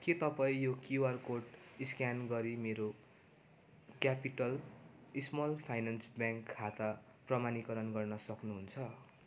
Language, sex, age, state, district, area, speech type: Nepali, male, 18-30, West Bengal, Darjeeling, rural, read